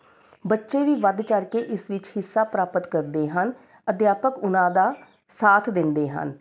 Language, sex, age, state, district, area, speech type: Punjabi, female, 30-45, Punjab, Rupnagar, urban, spontaneous